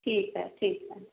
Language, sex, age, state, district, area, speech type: Hindi, female, 30-45, Madhya Pradesh, Seoni, urban, conversation